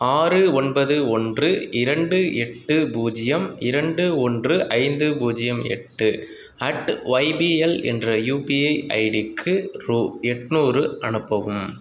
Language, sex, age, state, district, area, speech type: Tamil, male, 30-45, Tamil Nadu, Pudukkottai, rural, read